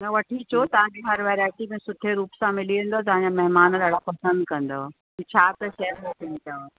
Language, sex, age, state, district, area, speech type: Sindhi, female, 45-60, Uttar Pradesh, Lucknow, urban, conversation